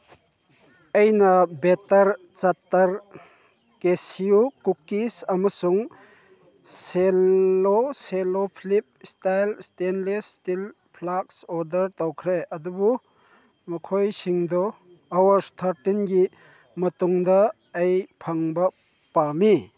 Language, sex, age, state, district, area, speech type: Manipuri, male, 45-60, Manipur, Chandel, rural, read